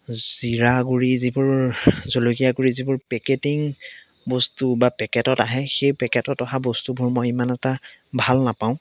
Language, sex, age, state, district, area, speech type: Assamese, male, 18-30, Assam, Biswanath, rural, spontaneous